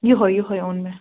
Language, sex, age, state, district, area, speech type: Kashmiri, female, 45-60, Jammu and Kashmir, Budgam, rural, conversation